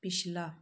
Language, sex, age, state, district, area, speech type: Punjabi, female, 30-45, Punjab, Tarn Taran, rural, read